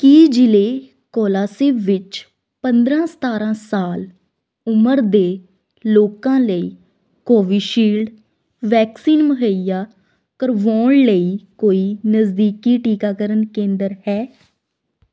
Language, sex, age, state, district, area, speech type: Punjabi, female, 18-30, Punjab, Shaheed Bhagat Singh Nagar, rural, read